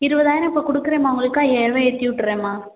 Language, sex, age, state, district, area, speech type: Tamil, female, 18-30, Tamil Nadu, Ariyalur, rural, conversation